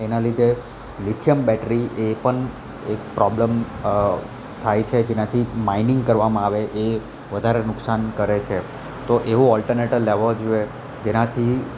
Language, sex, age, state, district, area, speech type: Gujarati, male, 30-45, Gujarat, Valsad, rural, spontaneous